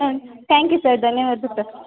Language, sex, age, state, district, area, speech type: Kannada, female, 18-30, Karnataka, Chamarajanagar, rural, conversation